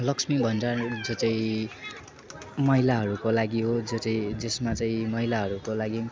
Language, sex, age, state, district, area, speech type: Nepali, male, 18-30, West Bengal, Kalimpong, rural, spontaneous